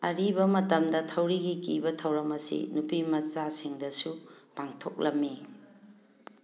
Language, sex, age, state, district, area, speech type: Manipuri, female, 45-60, Manipur, Thoubal, rural, read